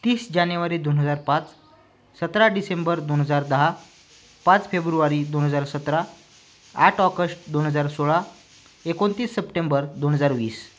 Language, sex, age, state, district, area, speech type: Marathi, male, 18-30, Maharashtra, Washim, rural, spontaneous